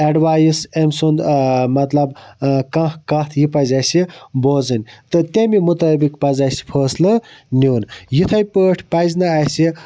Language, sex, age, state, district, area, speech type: Kashmiri, male, 30-45, Jammu and Kashmir, Budgam, rural, spontaneous